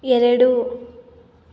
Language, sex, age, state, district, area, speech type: Kannada, female, 18-30, Karnataka, Chitradurga, urban, read